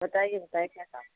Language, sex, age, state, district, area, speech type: Hindi, female, 60+, Uttar Pradesh, Ayodhya, rural, conversation